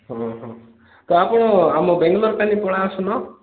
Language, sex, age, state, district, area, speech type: Odia, male, 30-45, Odisha, Koraput, urban, conversation